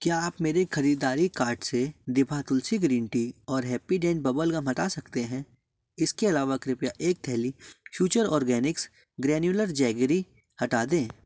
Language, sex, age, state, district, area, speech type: Hindi, male, 18-30, Madhya Pradesh, Jabalpur, urban, read